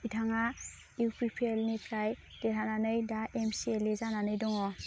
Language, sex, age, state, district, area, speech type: Bodo, female, 18-30, Assam, Baksa, rural, spontaneous